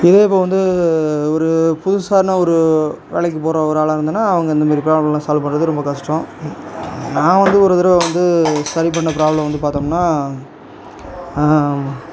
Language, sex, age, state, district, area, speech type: Tamil, male, 30-45, Tamil Nadu, Tiruvarur, rural, spontaneous